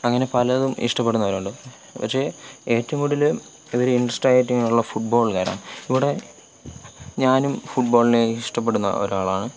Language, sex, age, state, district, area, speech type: Malayalam, male, 18-30, Kerala, Thiruvananthapuram, rural, spontaneous